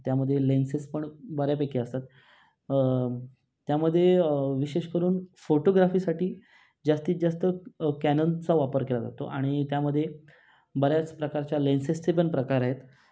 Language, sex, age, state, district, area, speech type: Marathi, male, 18-30, Maharashtra, Raigad, rural, spontaneous